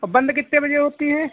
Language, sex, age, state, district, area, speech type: Hindi, male, 45-60, Uttar Pradesh, Hardoi, rural, conversation